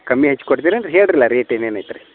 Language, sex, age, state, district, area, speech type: Kannada, male, 30-45, Karnataka, Vijayapura, rural, conversation